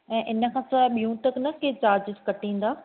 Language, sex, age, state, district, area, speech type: Sindhi, female, 45-60, Maharashtra, Thane, urban, conversation